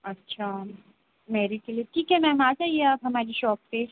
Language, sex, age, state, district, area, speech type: Hindi, female, 30-45, Madhya Pradesh, Harda, urban, conversation